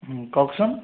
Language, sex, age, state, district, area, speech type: Assamese, male, 30-45, Assam, Sonitpur, rural, conversation